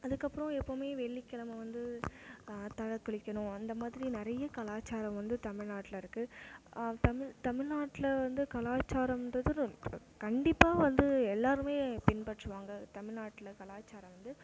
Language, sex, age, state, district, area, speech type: Tamil, female, 18-30, Tamil Nadu, Mayiladuthurai, urban, spontaneous